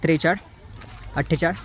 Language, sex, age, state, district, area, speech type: Marathi, male, 18-30, Maharashtra, Thane, urban, spontaneous